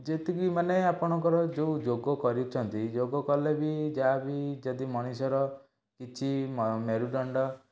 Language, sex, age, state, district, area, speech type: Odia, male, 18-30, Odisha, Cuttack, urban, spontaneous